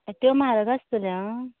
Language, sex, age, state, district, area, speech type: Goan Konkani, female, 18-30, Goa, Canacona, rural, conversation